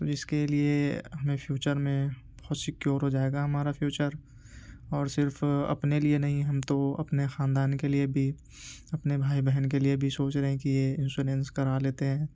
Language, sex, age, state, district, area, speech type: Urdu, male, 18-30, Uttar Pradesh, Ghaziabad, urban, spontaneous